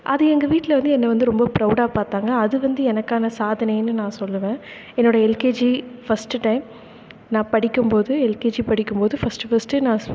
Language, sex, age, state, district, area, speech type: Tamil, female, 18-30, Tamil Nadu, Thanjavur, rural, spontaneous